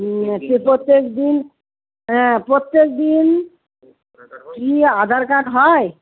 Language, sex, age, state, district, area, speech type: Bengali, female, 45-60, West Bengal, Purba Bardhaman, urban, conversation